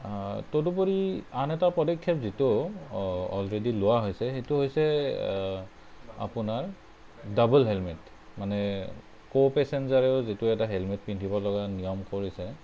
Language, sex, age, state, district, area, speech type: Assamese, male, 30-45, Assam, Kamrup Metropolitan, urban, spontaneous